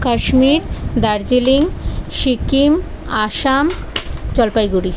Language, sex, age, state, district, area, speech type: Bengali, female, 30-45, West Bengal, Kolkata, urban, spontaneous